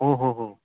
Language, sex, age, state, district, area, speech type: Gujarati, male, 18-30, Gujarat, Surat, urban, conversation